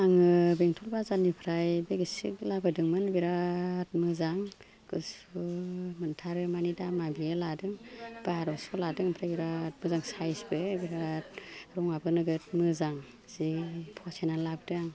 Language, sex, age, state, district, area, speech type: Bodo, female, 45-60, Assam, Chirang, rural, spontaneous